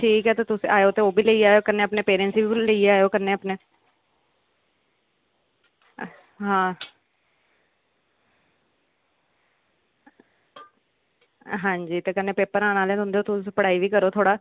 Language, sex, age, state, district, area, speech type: Dogri, female, 18-30, Jammu and Kashmir, Samba, urban, conversation